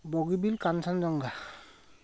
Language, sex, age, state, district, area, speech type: Assamese, male, 30-45, Assam, Sivasagar, rural, spontaneous